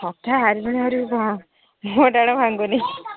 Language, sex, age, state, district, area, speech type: Odia, female, 60+, Odisha, Jharsuguda, rural, conversation